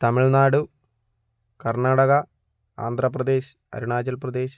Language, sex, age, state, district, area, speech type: Malayalam, male, 45-60, Kerala, Kozhikode, urban, spontaneous